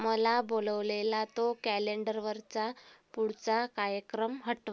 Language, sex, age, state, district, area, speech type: Marathi, female, 18-30, Maharashtra, Amravati, urban, read